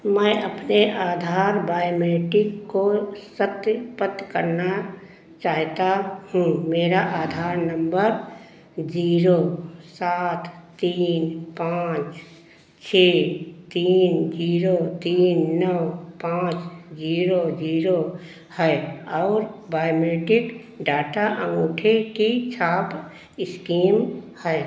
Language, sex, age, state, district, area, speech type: Hindi, female, 60+, Uttar Pradesh, Ayodhya, rural, read